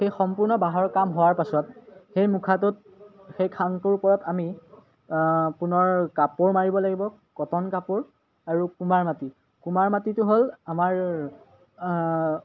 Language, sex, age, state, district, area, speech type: Assamese, male, 18-30, Assam, Majuli, urban, spontaneous